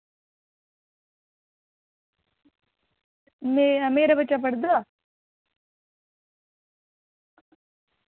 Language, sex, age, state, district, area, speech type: Dogri, female, 18-30, Jammu and Kashmir, Reasi, rural, conversation